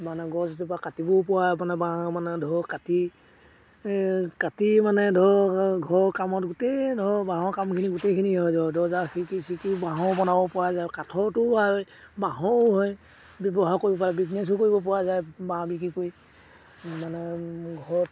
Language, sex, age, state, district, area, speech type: Assamese, male, 60+, Assam, Dibrugarh, rural, spontaneous